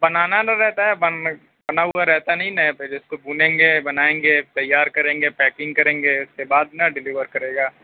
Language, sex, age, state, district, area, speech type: Urdu, male, 30-45, Uttar Pradesh, Mau, urban, conversation